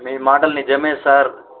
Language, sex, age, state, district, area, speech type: Telugu, male, 18-30, Telangana, Mahabubabad, urban, conversation